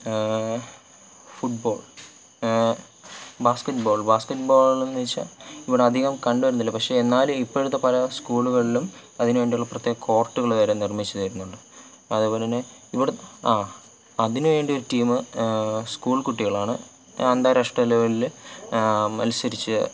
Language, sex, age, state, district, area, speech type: Malayalam, male, 18-30, Kerala, Thiruvananthapuram, rural, spontaneous